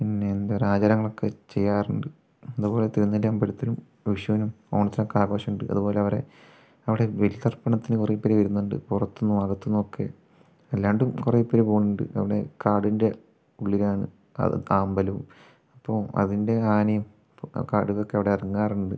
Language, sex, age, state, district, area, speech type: Malayalam, male, 18-30, Kerala, Wayanad, rural, spontaneous